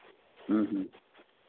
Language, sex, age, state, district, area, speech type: Santali, male, 45-60, West Bengal, Birbhum, rural, conversation